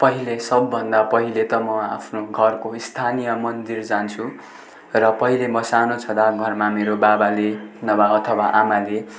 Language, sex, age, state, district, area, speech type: Nepali, male, 18-30, West Bengal, Darjeeling, rural, spontaneous